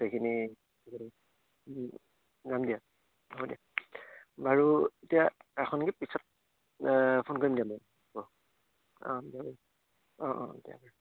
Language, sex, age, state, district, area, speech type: Assamese, male, 30-45, Assam, Udalguri, rural, conversation